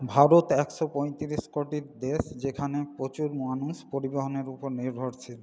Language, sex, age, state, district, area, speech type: Bengali, male, 45-60, West Bengal, Paschim Bardhaman, rural, spontaneous